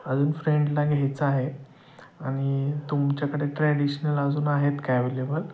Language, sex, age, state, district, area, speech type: Marathi, male, 30-45, Maharashtra, Satara, urban, spontaneous